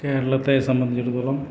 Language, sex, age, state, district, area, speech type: Malayalam, male, 60+, Kerala, Kollam, rural, spontaneous